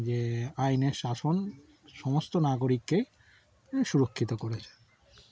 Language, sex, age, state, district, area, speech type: Bengali, male, 30-45, West Bengal, Darjeeling, urban, spontaneous